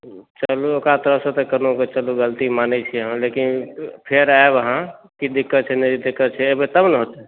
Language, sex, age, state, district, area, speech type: Maithili, male, 30-45, Bihar, Supaul, urban, conversation